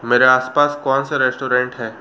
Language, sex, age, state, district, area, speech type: Hindi, male, 18-30, Madhya Pradesh, Bhopal, urban, read